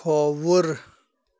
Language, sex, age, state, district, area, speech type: Kashmiri, male, 30-45, Jammu and Kashmir, Pulwama, urban, read